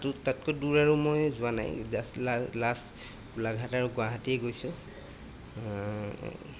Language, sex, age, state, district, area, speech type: Assamese, male, 30-45, Assam, Golaghat, urban, spontaneous